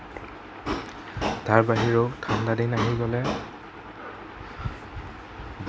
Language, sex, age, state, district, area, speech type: Assamese, male, 18-30, Assam, Nagaon, rural, spontaneous